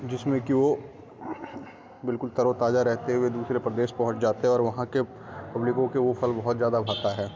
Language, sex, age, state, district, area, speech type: Hindi, male, 30-45, Bihar, Darbhanga, rural, spontaneous